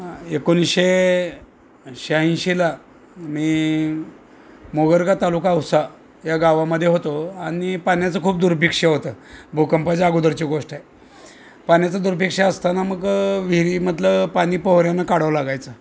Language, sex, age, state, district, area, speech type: Marathi, male, 60+, Maharashtra, Osmanabad, rural, spontaneous